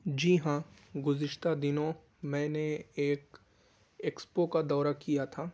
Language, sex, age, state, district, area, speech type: Urdu, male, 18-30, Uttar Pradesh, Ghaziabad, urban, spontaneous